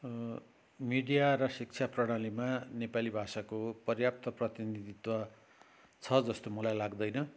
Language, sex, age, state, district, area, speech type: Nepali, male, 60+, West Bengal, Kalimpong, rural, spontaneous